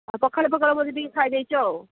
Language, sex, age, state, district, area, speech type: Odia, female, 30-45, Odisha, Nayagarh, rural, conversation